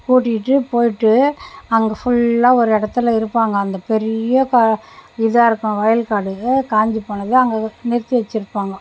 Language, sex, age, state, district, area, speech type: Tamil, female, 60+, Tamil Nadu, Mayiladuthurai, rural, spontaneous